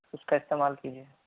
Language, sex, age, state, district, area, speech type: Urdu, male, 18-30, Delhi, Central Delhi, urban, conversation